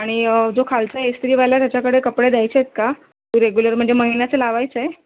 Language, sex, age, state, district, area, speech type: Marathi, female, 45-60, Maharashtra, Thane, rural, conversation